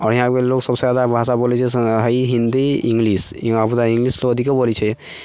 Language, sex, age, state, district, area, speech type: Maithili, male, 45-60, Bihar, Sitamarhi, urban, spontaneous